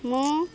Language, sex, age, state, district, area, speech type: Odia, female, 18-30, Odisha, Nuapada, rural, spontaneous